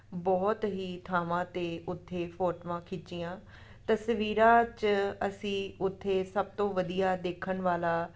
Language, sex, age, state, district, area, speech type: Punjabi, female, 30-45, Punjab, Amritsar, rural, spontaneous